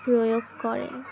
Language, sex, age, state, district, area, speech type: Bengali, female, 18-30, West Bengal, Dakshin Dinajpur, urban, spontaneous